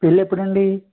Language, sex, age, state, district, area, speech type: Telugu, male, 18-30, Andhra Pradesh, East Godavari, rural, conversation